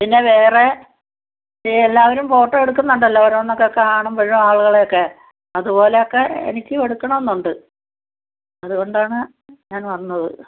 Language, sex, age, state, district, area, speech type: Malayalam, female, 60+, Kerala, Alappuzha, rural, conversation